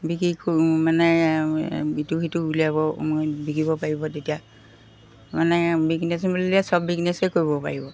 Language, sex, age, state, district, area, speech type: Assamese, female, 60+, Assam, Golaghat, rural, spontaneous